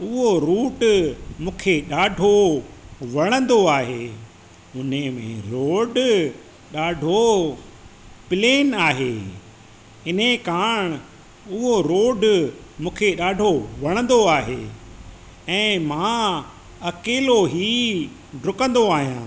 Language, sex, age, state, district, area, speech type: Sindhi, male, 45-60, Madhya Pradesh, Katni, urban, spontaneous